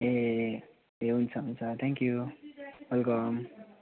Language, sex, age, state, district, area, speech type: Nepali, male, 18-30, West Bengal, Darjeeling, rural, conversation